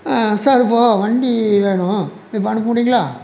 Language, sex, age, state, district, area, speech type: Tamil, male, 60+, Tamil Nadu, Erode, rural, spontaneous